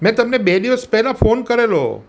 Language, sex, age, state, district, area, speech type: Gujarati, male, 60+, Gujarat, Surat, urban, spontaneous